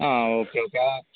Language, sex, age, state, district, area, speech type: Malayalam, female, 18-30, Kerala, Wayanad, rural, conversation